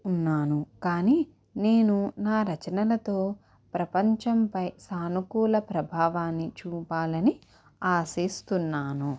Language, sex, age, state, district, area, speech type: Telugu, female, 18-30, Andhra Pradesh, Konaseema, rural, spontaneous